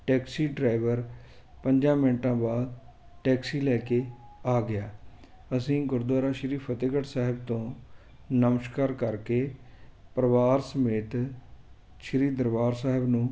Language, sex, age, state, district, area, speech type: Punjabi, male, 30-45, Punjab, Fatehgarh Sahib, rural, spontaneous